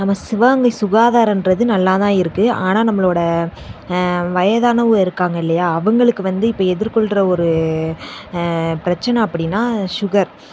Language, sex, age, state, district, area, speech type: Tamil, female, 18-30, Tamil Nadu, Sivaganga, rural, spontaneous